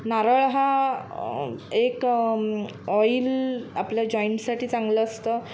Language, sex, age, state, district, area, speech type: Marathi, female, 30-45, Maharashtra, Mumbai Suburban, urban, spontaneous